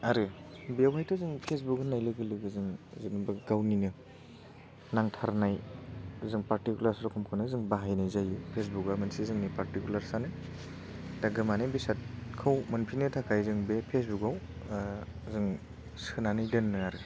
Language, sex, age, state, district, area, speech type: Bodo, male, 18-30, Assam, Baksa, rural, spontaneous